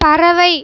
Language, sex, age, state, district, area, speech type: Tamil, female, 18-30, Tamil Nadu, Tiruchirappalli, rural, read